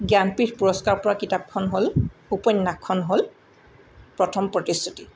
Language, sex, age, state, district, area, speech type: Assamese, female, 60+, Assam, Tinsukia, urban, spontaneous